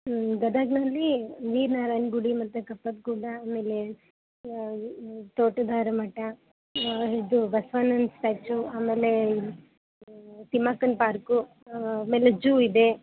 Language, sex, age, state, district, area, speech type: Kannada, female, 18-30, Karnataka, Gadag, rural, conversation